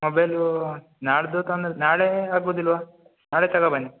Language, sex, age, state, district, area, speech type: Kannada, male, 18-30, Karnataka, Uttara Kannada, rural, conversation